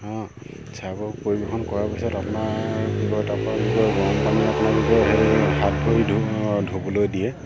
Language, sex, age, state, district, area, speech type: Assamese, male, 30-45, Assam, Sivasagar, rural, spontaneous